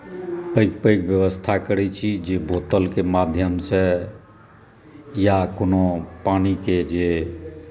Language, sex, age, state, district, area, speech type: Maithili, male, 60+, Bihar, Saharsa, urban, spontaneous